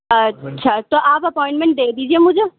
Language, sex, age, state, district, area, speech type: Urdu, male, 18-30, Delhi, Central Delhi, urban, conversation